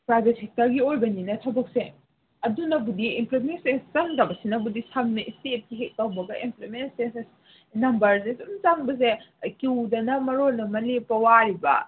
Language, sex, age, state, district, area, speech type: Manipuri, female, 18-30, Manipur, Senapati, urban, conversation